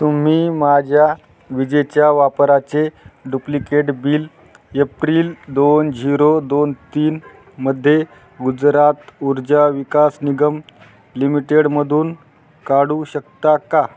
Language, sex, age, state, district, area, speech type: Marathi, male, 30-45, Maharashtra, Hingoli, urban, read